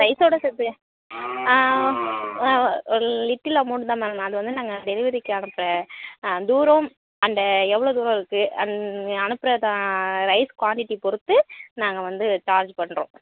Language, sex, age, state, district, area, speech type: Tamil, female, 18-30, Tamil Nadu, Tiruvarur, rural, conversation